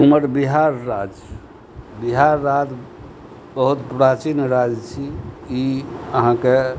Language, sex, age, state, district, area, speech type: Maithili, male, 60+, Bihar, Madhubani, rural, spontaneous